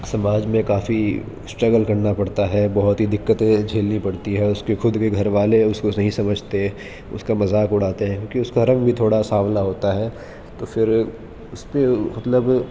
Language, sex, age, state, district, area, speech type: Urdu, male, 18-30, Delhi, East Delhi, urban, spontaneous